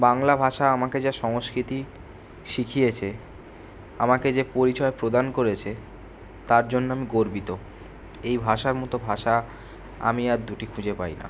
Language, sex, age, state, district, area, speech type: Bengali, male, 18-30, West Bengal, Kolkata, urban, spontaneous